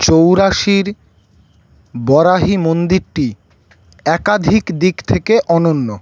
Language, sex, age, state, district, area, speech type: Bengali, male, 18-30, West Bengal, Howrah, urban, read